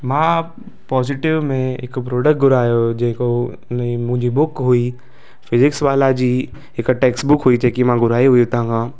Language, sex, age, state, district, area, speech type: Sindhi, male, 18-30, Gujarat, Surat, urban, spontaneous